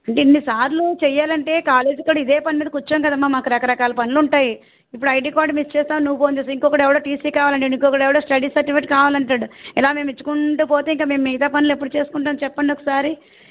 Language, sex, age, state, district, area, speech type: Telugu, female, 60+, Andhra Pradesh, West Godavari, rural, conversation